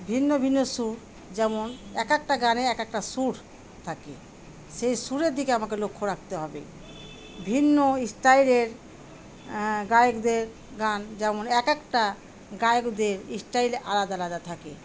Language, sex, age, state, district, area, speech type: Bengali, female, 45-60, West Bengal, Murshidabad, rural, spontaneous